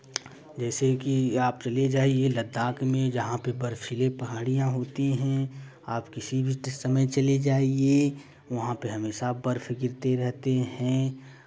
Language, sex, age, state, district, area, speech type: Hindi, male, 18-30, Uttar Pradesh, Chandauli, urban, spontaneous